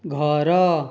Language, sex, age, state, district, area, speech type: Odia, male, 18-30, Odisha, Dhenkanal, rural, read